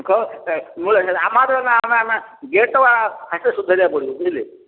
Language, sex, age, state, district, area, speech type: Odia, male, 60+, Odisha, Gajapati, rural, conversation